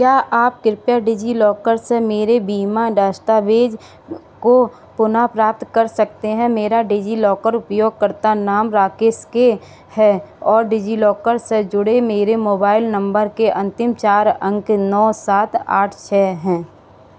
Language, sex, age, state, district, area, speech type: Hindi, female, 45-60, Uttar Pradesh, Sitapur, rural, read